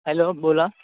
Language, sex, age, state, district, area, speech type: Marathi, male, 18-30, Maharashtra, Ratnagiri, rural, conversation